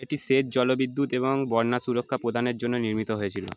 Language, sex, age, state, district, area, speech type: Bengali, male, 18-30, West Bengal, North 24 Parganas, urban, read